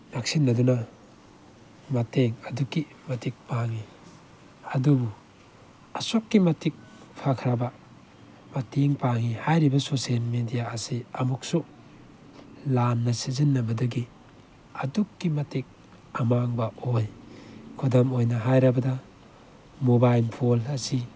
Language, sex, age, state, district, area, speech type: Manipuri, male, 18-30, Manipur, Tengnoupal, rural, spontaneous